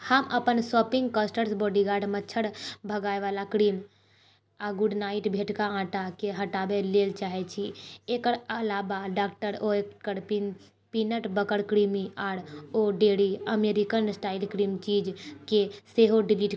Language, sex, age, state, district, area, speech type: Maithili, female, 18-30, Bihar, Purnia, rural, read